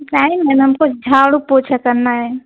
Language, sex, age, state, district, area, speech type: Hindi, female, 45-60, Uttar Pradesh, Ayodhya, rural, conversation